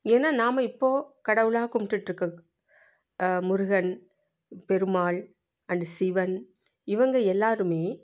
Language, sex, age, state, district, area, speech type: Tamil, female, 45-60, Tamil Nadu, Salem, rural, spontaneous